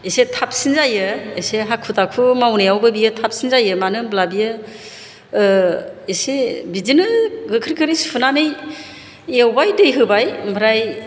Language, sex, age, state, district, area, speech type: Bodo, female, 45-60, Assam, Chirang, rural, spontaneous